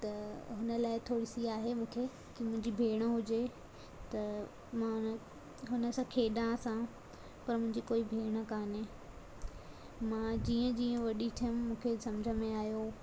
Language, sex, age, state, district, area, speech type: Sindhi, female, 18-30, Madhya Pradesh, Katni, rural, spontaneous